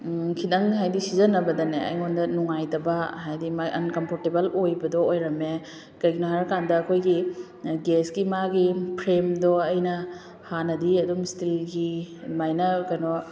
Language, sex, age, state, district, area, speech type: Manipuri, female, 30-45, Manipur, Kakching, rural, spontaneous